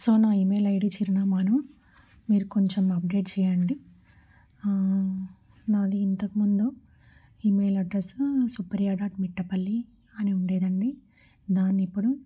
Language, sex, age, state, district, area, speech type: Telugu, female, 30-45, Telangana, Warangal, urban, spontaneous